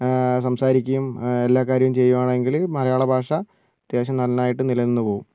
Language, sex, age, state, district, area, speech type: Malayalam, male, 60+, Kerala, Wayanad, rural, spontaneous